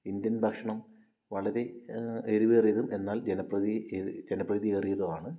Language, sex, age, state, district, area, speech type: Malayalam, male, 18-30, Kerala, Wayanad, rural, spontaneous